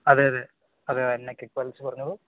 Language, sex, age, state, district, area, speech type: Malayalam, male, 18-30, Kerala, Idukki, rural, conversation